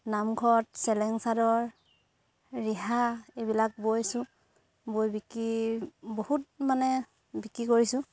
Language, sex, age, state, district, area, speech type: Assamese, female, 18-30, Assam, Sivasagar, rural, spontaneous